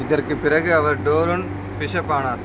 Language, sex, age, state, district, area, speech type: Tamil, male, 18-30, Tamil Nadu, Madurai, rural, read